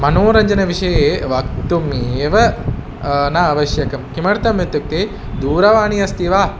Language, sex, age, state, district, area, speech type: Sanskrit, male, 18-30, Telangana, Hyderabad, urban, spontaneous